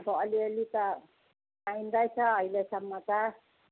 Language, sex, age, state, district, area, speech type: Nepali, female, 60+, West Bengal, Jalpaiguri, urban, conversation